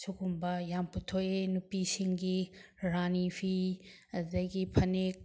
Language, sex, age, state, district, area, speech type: Manipuri, female, 60+, Manipur, Bishnupur, rural, spontaneous